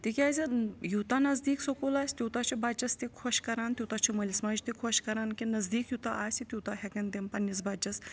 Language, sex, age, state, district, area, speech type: Kashmiri, female, 30-45, Jammu and Kashmir, Srinagar, rural, spontaneous